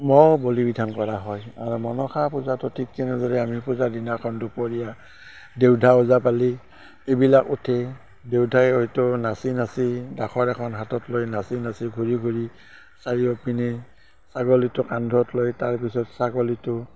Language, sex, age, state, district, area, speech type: Assamese, male, 45-60, Assam, Barpeta, rural, spontaneous